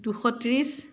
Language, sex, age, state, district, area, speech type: Assamese, female, 45-60, Assam, Dibrugarh, rural, spontaneous